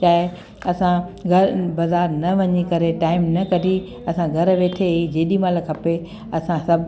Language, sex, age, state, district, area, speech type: Sindhi, female, 60+, Gujarat, Kutch, urban, spontaneous